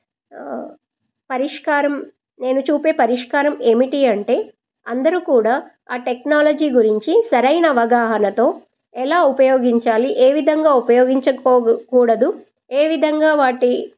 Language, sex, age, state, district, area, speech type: Telugu, female, 45-60, Telangana, Medchal, rural, spontaneous